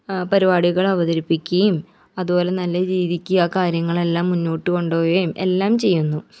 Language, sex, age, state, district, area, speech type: Malayalam, female, 18-30, Kerala, Ernakulam, rural, spontaneous